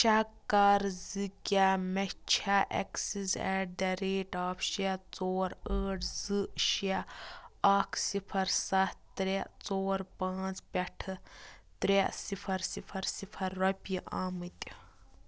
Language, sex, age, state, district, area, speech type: Kashmiri, female, 30-45, Jammu and Kashmir, Budgam, rural, read